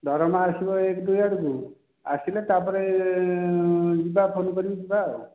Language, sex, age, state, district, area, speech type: Odia, male, 45-60, Odisha, Dhenkanal, rural, conversation